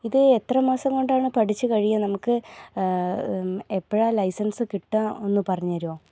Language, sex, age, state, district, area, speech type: Malayalam, female, 30-45, Kerala, Wayanad, rural, spontaneous